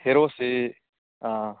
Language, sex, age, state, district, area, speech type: Manipuri, male, 30-45, Manipur, Churachandpur, rural, conversation